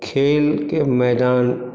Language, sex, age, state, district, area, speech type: Maithili, male, 60+, Bihar, Madhubani, urban, spontaneous